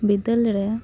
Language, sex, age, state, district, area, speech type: Santali, female, 18-30, West Bengal, Purba Bardhaman, rural, spontaneous